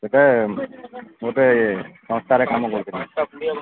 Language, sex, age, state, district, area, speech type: Odia, male, 45-60, Odisha, Sambalpur, rural, conversation